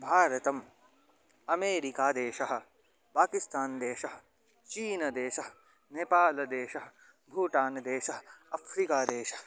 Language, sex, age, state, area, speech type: Sanskrit, male, 18-30, Haryana, rural, spontaneous